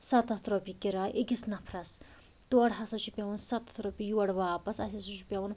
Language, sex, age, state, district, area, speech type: Kashmiri, female, 45-60, Jammu and Kashmir, Anantnag, rural, spontaneous